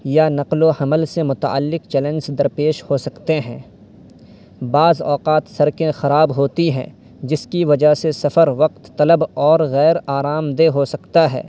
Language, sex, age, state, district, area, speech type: Urdu, male, 18-30, Uttar Pradesh, Saharanpur, urban, spontaneous